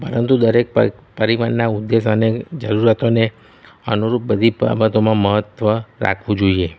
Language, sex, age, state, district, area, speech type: Gujarati, male, 30-45, Gujarat, Kheda, rural, spontaneous